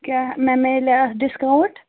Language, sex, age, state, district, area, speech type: Kashmiri, female, 45-60, Jammu and Kashmir, Baramulla, urban, conversation